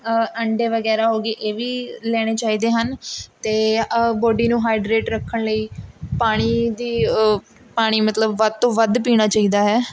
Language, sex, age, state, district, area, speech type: Punjabi, female, 18-30, Punjab, Mohali, rural, spontaneous